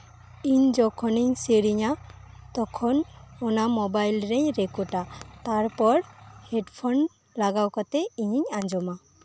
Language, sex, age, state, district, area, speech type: Santali, female, 18-30, West Bengal, Birbhum, rural, spontaneous